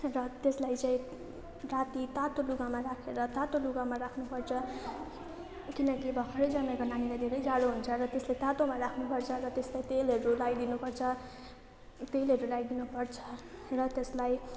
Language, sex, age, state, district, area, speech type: Nepali, female, 18-30, West Bengal, Jalpaiguri, rural, spontaneous